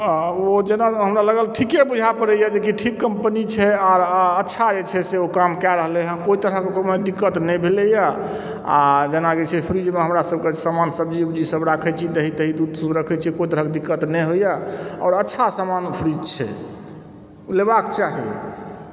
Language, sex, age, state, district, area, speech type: Maithili, male, 45-60, Bihar, Supaul, rural, spontaneous